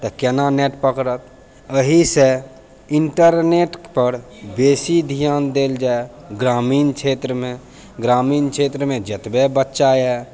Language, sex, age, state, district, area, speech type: Maithili, male, 30-45, Bihar, Purnia, rural, spontaneous